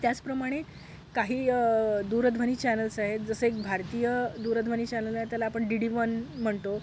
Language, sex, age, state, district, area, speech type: Marathi, female, 18-30, Maharashtra, Bhandara, rural, spontaneous